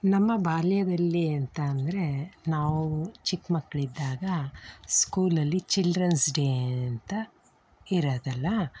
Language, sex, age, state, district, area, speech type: Kannada, female, 45-60, Karnataka, Tumkur, rural, spontaneous